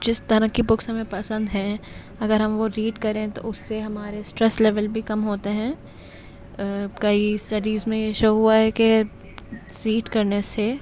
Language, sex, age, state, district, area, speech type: Urdu, male, 18-30, Delhi, Central Delhi, urban, spontaneous